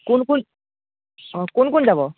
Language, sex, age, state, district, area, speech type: Assamese, male, 30-45, Assam, Biswanath, rural, conversation